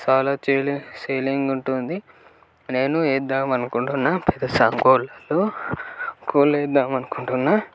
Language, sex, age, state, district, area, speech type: Telugu, male, 18-30, Telangana, Peddapalli, rural, spontaneous